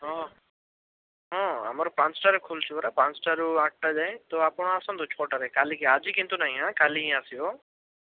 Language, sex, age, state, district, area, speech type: Odia, male, 18-30, Odisha, Bhadrak, rural, conversation